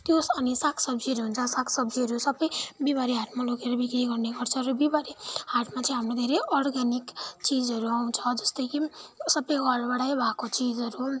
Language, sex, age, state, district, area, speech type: Nepali, female, 18-30, West Bengal, Kalimpong, rural, spontaneous